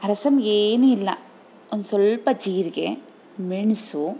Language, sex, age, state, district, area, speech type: Kannada, female, 30-45, Karnataka, Bangalore Rural, rural, spontaneous